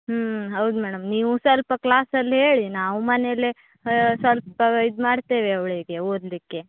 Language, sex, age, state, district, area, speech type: Kannada, female, 30-45, Karnataka, Uttara Kannada, rural, conversation